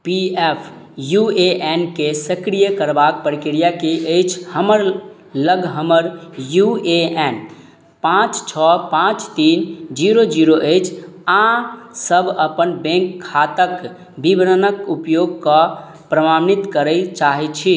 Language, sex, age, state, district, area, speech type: Maithili, male, 18-30, Bihar, Madhubani, rural, read